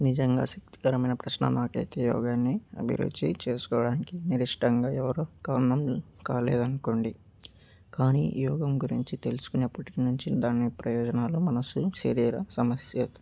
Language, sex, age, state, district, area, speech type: Telugu, male, 18-30, Andhra Pradesh, Annamaya, rural, spontaneous